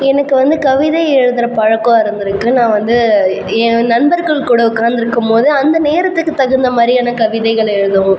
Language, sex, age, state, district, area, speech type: Tamil, female, 30-45, Tamil Nadu, Cuddalore, rural, spontaneous